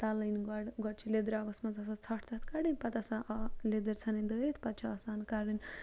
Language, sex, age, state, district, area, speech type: Kashmiri, female, 30-45, Jammu and Kashmir, Ganderbal, rural, spontaneous